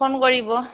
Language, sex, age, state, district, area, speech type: Assamese, female, 45-60, Assam, Nalbari, rural, conversation